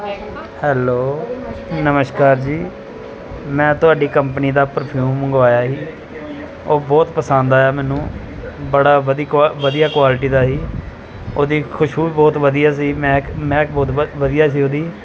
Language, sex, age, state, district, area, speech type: Punjabi, male, 30-45, Punjab, Pathankot, urban, spontaneous